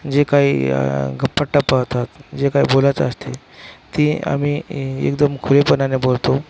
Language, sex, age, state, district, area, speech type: Marathi, male, 45-60, Maharashtra, Akola, rural, spontaneous